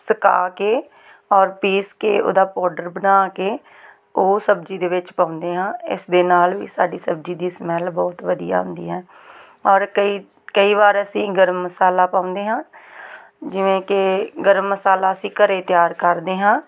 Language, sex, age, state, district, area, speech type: Punjabi, female, 30-45, Punjab, Tarn Taran, rural, spontaneous